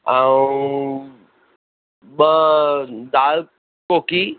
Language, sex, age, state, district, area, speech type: Sindhi, male, 30-45, Maharashtra, Thane, urban, conversation